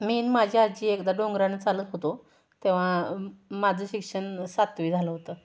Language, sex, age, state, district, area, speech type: Marathi, female, 18-30, Maharashtra, Satara, urban, spontaneous